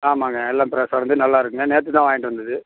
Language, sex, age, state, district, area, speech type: Tamil, male, 45-60, Tamil Nadu, Perambalur, rural, conversation